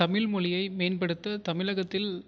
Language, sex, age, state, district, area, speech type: Tamil, male, 18-30, Tamil Nadu, Tiruvarur, urban, spontaneous